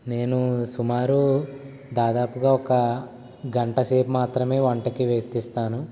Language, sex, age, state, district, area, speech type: Telugu, male, 18-30, Andhra Pradesh, Eluru, rural, spontaneous